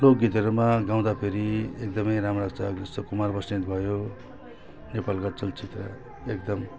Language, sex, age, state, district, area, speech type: Nepali, male, 45-60, West Bengal, Jalpaiguri, rural, spontaneous